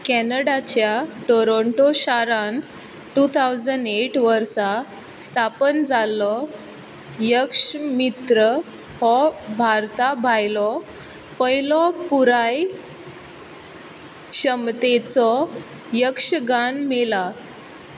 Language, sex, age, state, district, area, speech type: Goan Konkani, female, 18-30, Goa, Quepem, rural, read